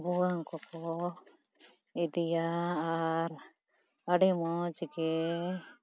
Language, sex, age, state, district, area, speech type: Santali, female, 30-45, Jharkhand, East Singhbhum, rural, spontaneous